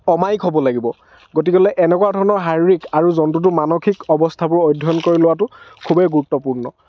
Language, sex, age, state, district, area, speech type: Assamese, male, 45-60, Assam, Dhemaji, rural, spontaneous